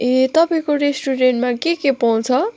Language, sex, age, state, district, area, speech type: Nepali, female, 18-30, West Bengal, Kalimpong, rural, spontaneous